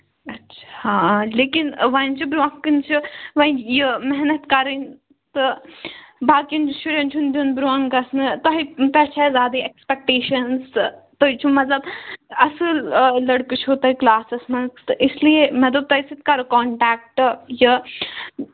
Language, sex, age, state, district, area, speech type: Kashmiri, female, 18-30, Jammu and Kashmir, Kulgam, urban, conversation